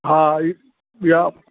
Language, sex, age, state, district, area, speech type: Sindhi, male, 60+, Maharashtra, Thane, rural, conversation